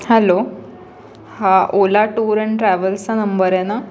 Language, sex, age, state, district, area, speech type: Marathi, female, 18-30, Maharashtra, Pune, urban, spontaneous